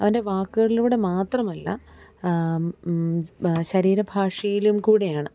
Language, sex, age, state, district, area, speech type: Malayalam, female, 30-45, Kerala, Alappuzha, rural, spontaneous